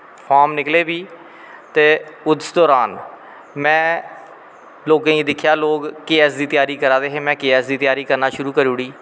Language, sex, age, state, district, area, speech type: Dogri, male, 45-60, Jammu and Kashmir, Kathua, rural, spontaneous